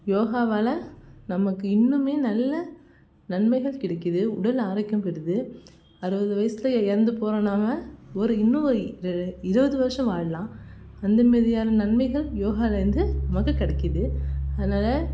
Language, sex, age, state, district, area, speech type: Tamil, female, 18-30, Tamil Nadu, Thanjavur, rural, spontaneous